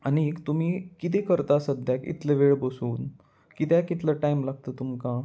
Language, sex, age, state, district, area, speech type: Goan Konkani, male, 18-30, Goa, Salcete, urban, spontaneous